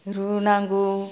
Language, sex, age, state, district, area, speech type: Bodo, female, 60+, Assam, Kokrajhar, rural, spontaneous